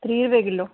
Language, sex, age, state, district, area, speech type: Dogri, female, 45-60, Jammu and Kashmir, Udhampur, rural, conversation